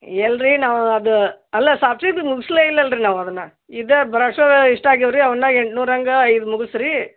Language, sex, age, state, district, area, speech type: Kannada, female, 30-45, Karnataka, Gadag, rural, conversation